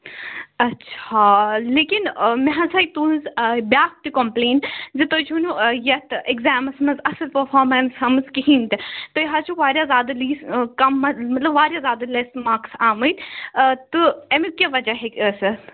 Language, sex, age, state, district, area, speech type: Kashmiri, female, 18-30, Jammu and Kashmir, Kulgam, urban, conversation